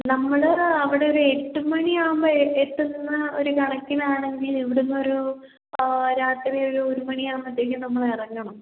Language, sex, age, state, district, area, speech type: Malayalam, female, 18-30, Kerala, Kannur, urban, conversation